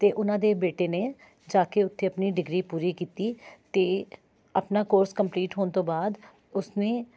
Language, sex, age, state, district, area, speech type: Punjabi, female, 30-45, Punjab, Rupnagar, urban, spontaneous